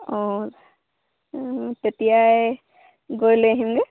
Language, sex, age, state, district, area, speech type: Assamese, female, 18-30, Assam, Sivasagar, rural, conversation